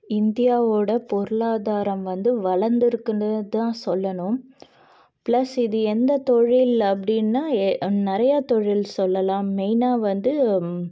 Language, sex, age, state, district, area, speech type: Tamil, female, 30-45, Tamil Nadu, Cuddalore, urban, spontaneous